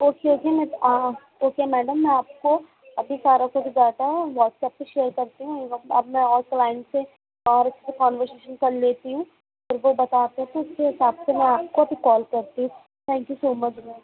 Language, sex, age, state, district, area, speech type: Hindi, female, 18-30, Madhya Pradesh, Chhindwara, urban, conversation